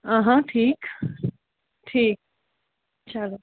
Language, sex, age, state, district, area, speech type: Kashmiri, female, 18-30, Jammu and Kashmir, Srinagar, urban, conversation